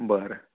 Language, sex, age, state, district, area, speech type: Marathi, male, 18-30, Maharashtra, Kolhapur, urban, conversation